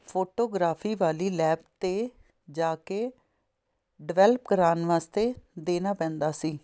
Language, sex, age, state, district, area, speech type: Punjabi, female, 30-45, Punjab, Fazilka, rural, spontaneous